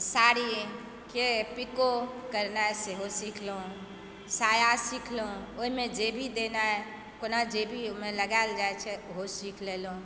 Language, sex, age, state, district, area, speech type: Maithili, female, 45-60, Bihar, Supaul, urban, spontaneous